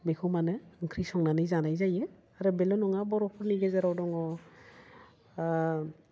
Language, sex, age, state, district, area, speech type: Bodo, female, 45-60, Assam, Udalguri, urban, spontaneous